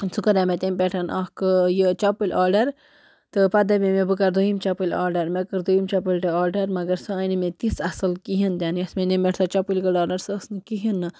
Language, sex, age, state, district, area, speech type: Kashmiri, female, 18-30, Jammu and Kashmir, Baramulla, rural, spontaneous